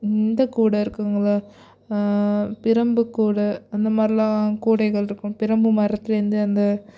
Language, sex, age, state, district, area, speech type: Tamil, female, 18-30, Tamil Nadu, Nagapattinam, rural, spontaneous